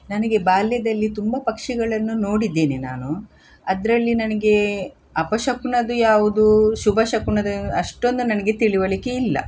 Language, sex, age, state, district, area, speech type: Kannada, female, 60+, Karnataka, Udupi, rural, spontaneous